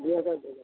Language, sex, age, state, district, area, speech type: Odia, male, 60+, Odisha, Angul, rural, conversation